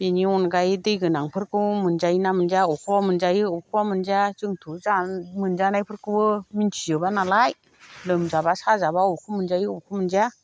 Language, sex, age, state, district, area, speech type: Bodo, female, 60+, Assam, Chirang, rural, spontaneous